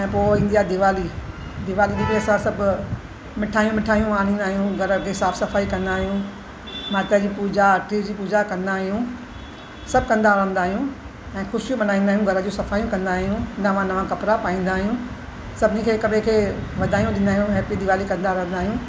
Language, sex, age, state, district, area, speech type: Sindhi, female, 60+, Maharashtra, Mumbai Suburban, urban, spontaneous